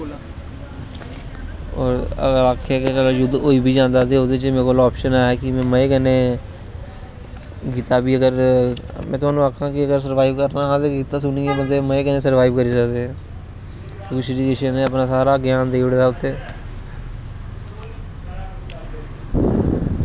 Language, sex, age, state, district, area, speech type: Dogri, male, 30-45, Jammu and Kashmir, Jammu, rural, spontaneous